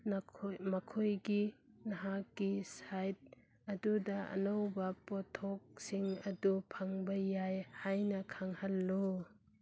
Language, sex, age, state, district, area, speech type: Manipuri, female, 30-45, Manipur, Churachandpur, rural, read